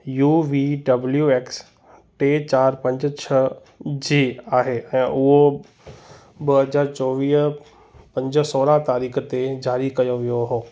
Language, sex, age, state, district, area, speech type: Sindhi, male, 18-30, Gujarat, Kutch, rural, read